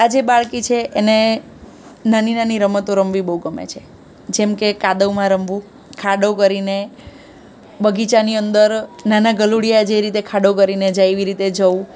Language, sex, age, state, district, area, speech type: Gujarati, female, 30-45, Gujarat, Surat, urban, spontaneous